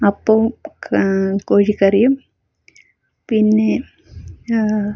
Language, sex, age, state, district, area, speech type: Malayalam, female, 30-45, Kerala, Palakkad, rural, spontaneous